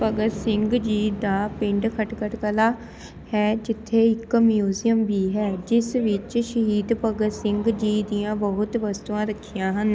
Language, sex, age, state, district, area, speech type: Punjabi, female, 18-30, Punjab, Shaheed Bhagat Singh Nagar, rural, spontaneous